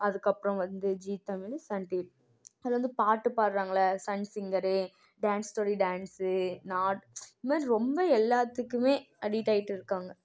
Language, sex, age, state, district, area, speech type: Tamil, female, 18-30, Tamil Nadu, Namakkal, rural, spontaneous